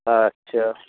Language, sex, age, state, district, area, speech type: Bengali, male, 60+, West Bengal, Hooghly, rural, conversation